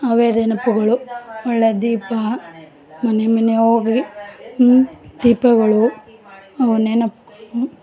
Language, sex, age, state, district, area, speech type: Kannada, female, 45-60, Karnataka, Vijayanagara, rural, spontaneous